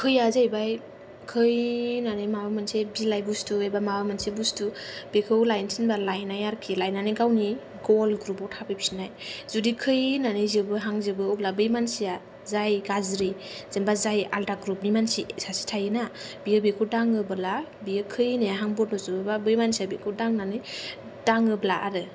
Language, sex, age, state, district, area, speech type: Bodo, female, 18-30, Assam, Kokrajhar, rural, spontaneous